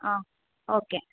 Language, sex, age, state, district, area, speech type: Kannada, female, 18-30, Karnataka, Hassan, rural, conversation